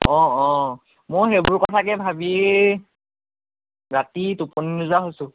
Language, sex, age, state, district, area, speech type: Assamese, male, 18-30, Assam, Dhemaji, rural, conversation